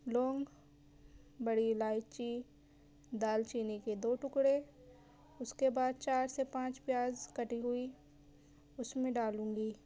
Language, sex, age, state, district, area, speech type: Urdu, female, 30-45, Delhi, South Delhi, urban, spontaneous